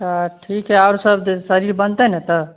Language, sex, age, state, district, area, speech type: Maithili, male, 18-30, Bihar, Muzaffarpur, rural, conversation